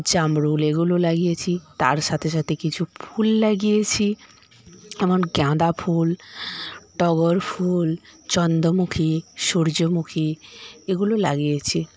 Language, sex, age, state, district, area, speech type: Bengali, female, 45-60, West Bengal, Paschim Medinipur, rural, spontaneous